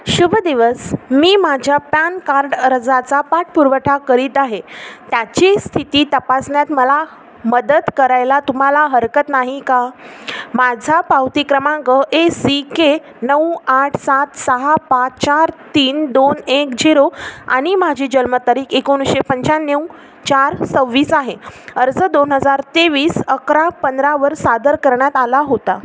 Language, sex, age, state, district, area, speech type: Marathi, female, 18-30, Maharashtra, Amravati, urban, read